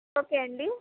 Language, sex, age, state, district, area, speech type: Telugu, female, 18-30, Andhra Pradesh, Palnadu, rural, conversation